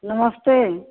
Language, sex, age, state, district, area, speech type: Hindi, female, 60+, Uttar Pradesh, Mau, rural, conversation